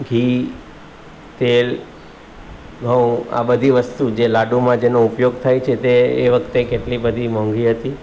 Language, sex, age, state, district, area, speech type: Gujarati, male, 45-60, Gujarat, Surat, urban, spontaneous